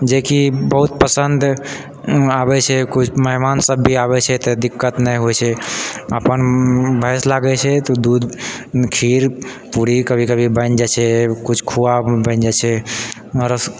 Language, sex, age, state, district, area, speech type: Maithili, male, 30-45, Bihar, Purnia, rural, spontaneous